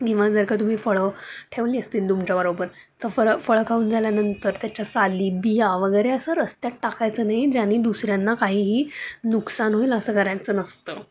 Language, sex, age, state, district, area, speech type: Marathi, female, 30-45, Maharashtra, Pune, urban, spontaneous